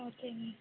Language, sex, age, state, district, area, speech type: Tamil, female, 18-30, Tamil Nadu, Nilgiris, rural, conversation